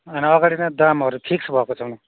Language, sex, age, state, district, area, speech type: Nepali, male, 18-30, West Bengal, Darjeeling, rural, conversation